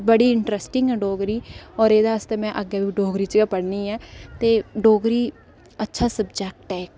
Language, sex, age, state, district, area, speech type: Dogri, female, 18-30, Jammu and Kashmir, Udhampur, rural, spontaneous